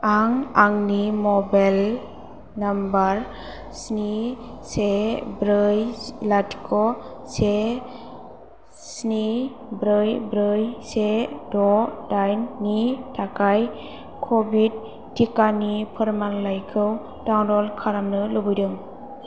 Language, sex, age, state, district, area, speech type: Bodo, female, 18-30, Assam, Chirang, rural, read